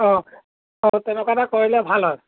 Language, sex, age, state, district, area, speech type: Assamese, male, 30-45, Assam, Lakhimpur, rural, conversation